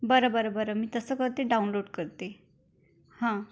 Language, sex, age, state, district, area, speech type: Marathi, female, 18-30, Maharashtra, Amravati, rural, spontaneous